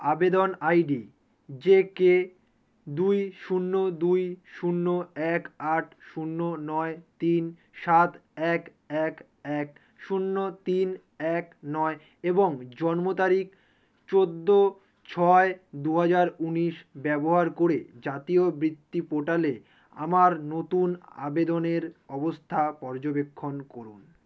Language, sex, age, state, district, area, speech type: Bengali, male, 30-45, West Bengal, Kolkata, urban, read